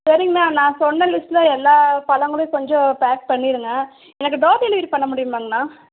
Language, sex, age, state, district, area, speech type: Tamil, female, 30-45, Tamil Nadu, Dharmapuri, rural, conversation